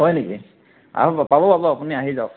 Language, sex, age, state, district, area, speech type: Assamese, male, 18-30, Assam, Kamrup Metropolitan, urban, conversation